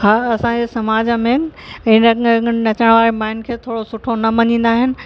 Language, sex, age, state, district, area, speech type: Sindhi, female, 45-60, Uttar Pradesh, Lucknow, urban, spontaneous